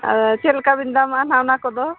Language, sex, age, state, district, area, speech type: Santali, female, 30-45, Jharkhand, East Singhbhum, rural, conversation